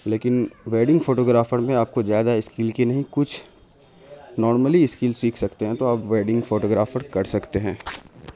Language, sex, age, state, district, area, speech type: Urdu, male, 30-45, Bihar, Khagaria, rural, spontaneous